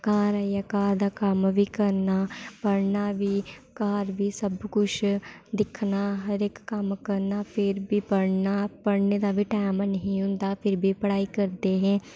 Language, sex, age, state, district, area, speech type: Dogri, female, 18-30, Jammu and Kashmir, Samba, rural, spontaneous